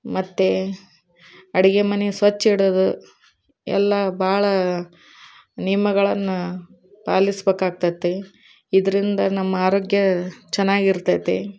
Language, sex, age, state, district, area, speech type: Kannada, female, 30-45, Karnataka, Koppal, urban, spontaneous